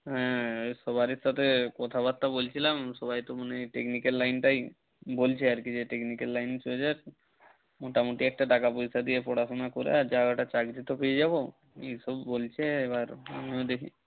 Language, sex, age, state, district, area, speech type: Bengali, male, 18-30, West Bengal, Jalpaiguri, rural, conversation